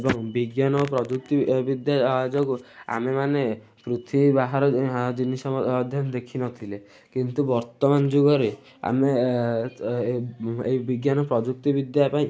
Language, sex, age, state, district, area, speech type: Odia, male, 18-30, Odisha, Kendujhar, urban, spontaneous